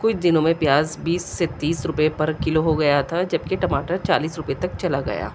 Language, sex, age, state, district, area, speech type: Urdu, female, 45-60, Delhi, South Delhi, urban, spontaneous